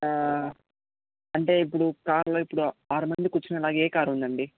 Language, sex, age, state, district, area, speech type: Telugu, male, 30-45, Andhra Pradesh, Chittoor, rural, conversation